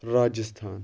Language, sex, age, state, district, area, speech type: Kashmiri, male, 30-45, Jammu and Kashmir, Kulgam, rural, spontaneous